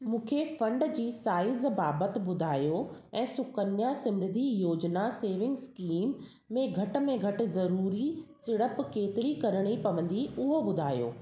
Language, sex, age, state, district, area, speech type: Sindhi, female, 30-45, Delhi, South Delhi, urban, read